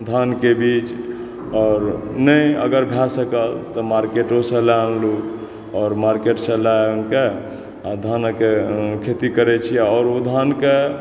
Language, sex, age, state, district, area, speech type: Maithili, male, 30-45, Bihar, Supaul, rural, spontaneous